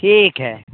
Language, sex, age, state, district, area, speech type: Maithili, male, 60+, Bihar, Sitamarhi, rural, conversation